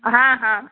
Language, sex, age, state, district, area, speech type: Hindi, female, 60+, Madhya Pradesh, Betul, urban, conversation